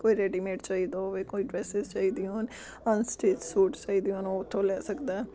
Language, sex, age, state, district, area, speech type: Punjabi, female, 30-45, Punjab, Amritsar, urban, spontaneous